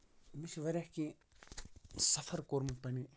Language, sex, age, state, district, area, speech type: Kashmiri, male, 30-45, Jammu and Kashmir, Baramulla, rural, spontaneous